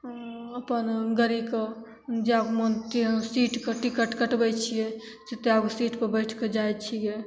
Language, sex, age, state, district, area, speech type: Maithili, female, 18-30, Bihar, Begusarai, rural, spontaneous